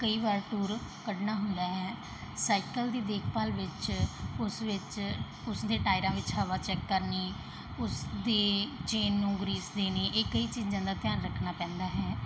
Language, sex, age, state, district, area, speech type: Punjabi, female, 30-45, Punjab, Mansa, urban, spontaneous